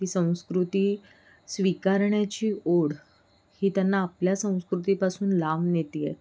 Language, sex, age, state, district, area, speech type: Marathi, female, 18-30, Maharashtra, Sindhudurg, rural, spontaneous